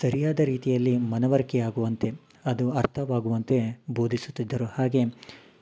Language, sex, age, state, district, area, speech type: Kannada, male, 30-45, Karnataka, Mysore, urban, spontaneous